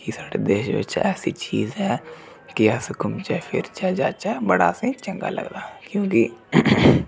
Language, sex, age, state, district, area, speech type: Dogri, male, 30-45, Jammu and Kashmir, Reasi, rural, spontaneous